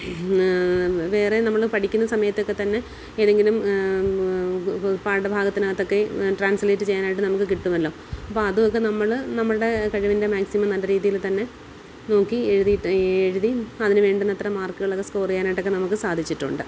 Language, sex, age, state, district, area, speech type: Malayalam, female, 30-45, Kerala, Kollam, urban, spontaneous